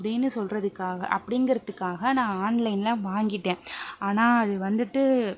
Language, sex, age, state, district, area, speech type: Tamil, female, 18-30, Tamil Nadu, Pudukkottai, rural, spontaneous